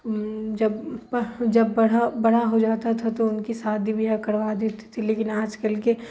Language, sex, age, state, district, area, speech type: Urdu, female, 30-45, Bihar, Darbhanga, rural, spontaneous